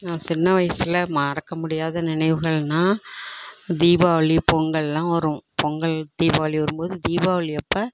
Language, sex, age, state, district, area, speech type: Tamil, female, 60+, Tamil Nadu, Tiruvarur, rural, spontaneous